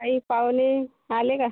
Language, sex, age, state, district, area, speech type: Marathi, female, 30-45, Maharashtra, Washim, rural, conversation